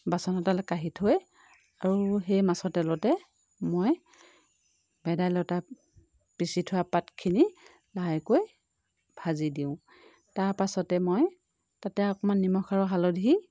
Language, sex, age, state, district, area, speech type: Assamese, female, 30-45, Assam, Lakhimpur, rural, spontaneous